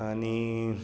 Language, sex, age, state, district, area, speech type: Goan Konkani, male, 60+, Goa, Bardez, rural, spontaneous